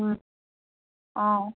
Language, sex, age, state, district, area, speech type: Assamese, female, 18-30, Assam, Dibrugarh, rural, conversation